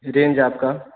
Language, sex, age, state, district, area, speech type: Hindi, male, 18-30, Bihar, Samastipur, urban, conversation